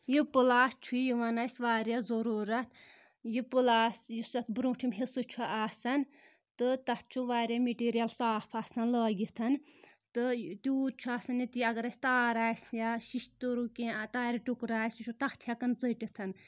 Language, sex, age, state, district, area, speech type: Kashmiri, female, 18-30, Jammu and Kashmir, Anantnag, rural, spontaneous